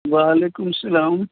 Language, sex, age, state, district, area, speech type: Urdu, male, 60+, Bihar, Gaya, urban, conversation